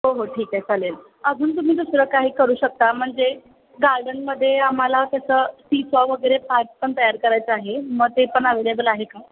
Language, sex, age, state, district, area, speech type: Marathi, female, 18-30, Maharashtra, Kolhapur, urban, conversation